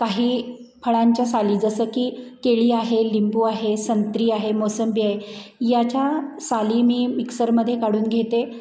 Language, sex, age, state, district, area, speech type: Marathi, female, 45-60, Maharashtra, Satara, urban, spontaneous